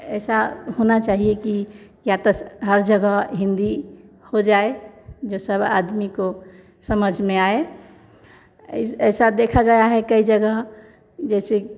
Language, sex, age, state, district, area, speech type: Hindi, female, 60+, Bihar, Vaishali, urban, spontaneous